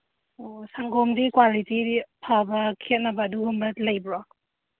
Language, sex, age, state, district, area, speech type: Manipuri, female, 45-60, Manipur, Churachandpur, urban, conversation